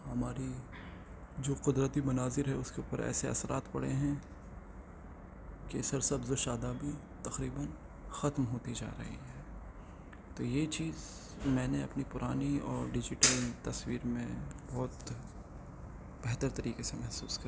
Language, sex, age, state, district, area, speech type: Urdu, male, 18-30, Delhi, North East Delhi, urban, spontaneous